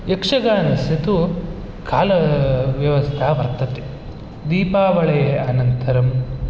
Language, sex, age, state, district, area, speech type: Sanskrit, male, 18-30, Karnataka, Bangalore Urban, urban, spontaneous